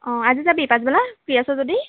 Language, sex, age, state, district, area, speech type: Assamese, female, 18-30, Assam, Jorhat, urban, conversation